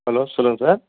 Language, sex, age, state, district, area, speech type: Tamil, male, 45-60, Tamil Nadu, Dharmapuri, rural, conversation